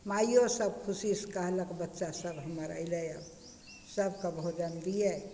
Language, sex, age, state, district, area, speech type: Maithili, female, 60+, Bihar, Begusarai, rural, spontaneous